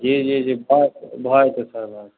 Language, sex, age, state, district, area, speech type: Maithili, male, 45-60, Bihar, Madhubani, rural, conversation